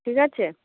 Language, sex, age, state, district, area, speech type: Bengali, female, 60+, West Bengal, Nadia, rural, conversation